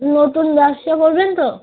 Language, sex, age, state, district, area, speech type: Bengali, female, 18-30, West Bengal, Uttar Dinajpur, urban, conversation